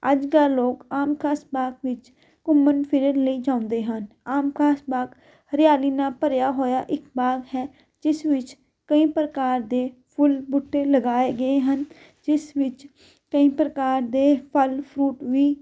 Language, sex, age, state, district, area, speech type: Punjabi, female, 18-30, Punjab, Fatehgarh Sahib, rural, spontaneous